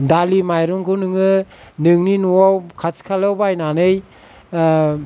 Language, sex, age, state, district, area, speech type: Bodo, male, 45-60, Assam, Kokrajhar, rural, spontaneous